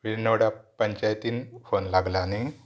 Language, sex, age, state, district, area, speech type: Goan Konkani, male, 60+, Goa, Pernem, rural, spontaneous